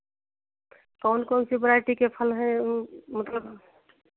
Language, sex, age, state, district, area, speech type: Hindi, female, 60+, Uttar Pradesh, Sitapur, rural, conversation